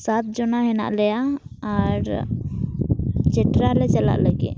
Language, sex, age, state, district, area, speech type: Santali, female, 18-30, Jharkhand, Pakur, rural, spontaneous